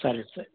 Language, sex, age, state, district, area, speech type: Telugu, male, 45-60, Telangana, Hyderabad, rural, conversation